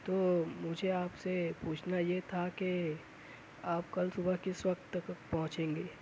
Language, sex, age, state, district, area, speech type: Urdu, male, 18-30, Maharashtra, Nashik, urban, spontaneous